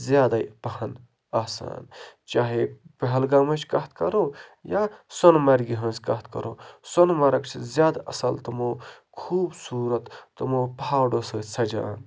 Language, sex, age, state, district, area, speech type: Kashmiri, male, 30-45, Jammu and Kashmir, Baramulla, rural, spontaneous